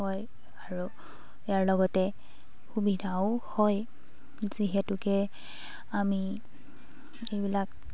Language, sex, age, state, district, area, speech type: Assamese, female, 18-30, Assam, Sivasagar, rural, spontaneous